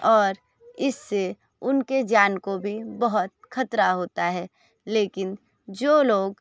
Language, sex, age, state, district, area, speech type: Hindi, female, 45-60, Uttar Pradesh, Sonbhadra, rural, spontaneous